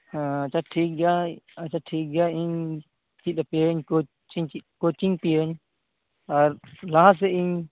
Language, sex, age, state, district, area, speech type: Santali, male, 18-30, Jharkhand, Pakur, rural, conversation